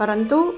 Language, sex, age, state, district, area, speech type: Sanskrit, female, 45-60, Tamil Nadu, Chennai, urban, spontaneous